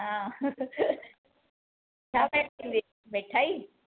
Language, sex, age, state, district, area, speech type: Sindhi, female, 60+, Maharashtra, Mumbai Suburban, urban, conversation